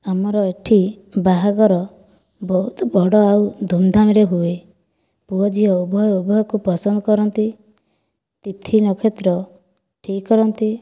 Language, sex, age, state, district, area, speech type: Odia, female, 30-45, Odisha, Kandhamal, rural, spontaneous